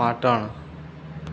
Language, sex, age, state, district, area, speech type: Gujarati, male, 18-30, Gujarat, Aravalli, urban, spontaneous